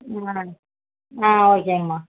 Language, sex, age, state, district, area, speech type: Tamil, female, 45-60, Tamil Nadu, Kallakurichi, rural, conversation